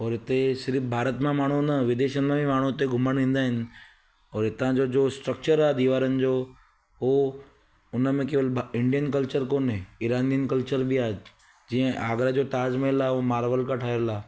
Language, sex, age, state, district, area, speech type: Sindhi, male, 30-45, Gujarat, Surat, urban, spontaneous